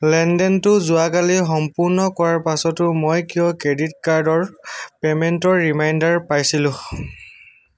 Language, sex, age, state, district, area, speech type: Assamese, male, 30-45, Assam, Tinsukia, rural, read